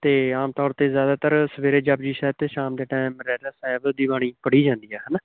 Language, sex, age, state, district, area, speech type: Punjabi, male, 18-30, Punjab, Patiala, rural, conversation